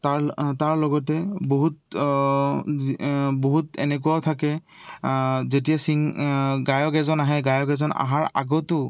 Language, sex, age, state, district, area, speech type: Assamese, male, 18-30, Assam, Goalpara, rural, spontaneous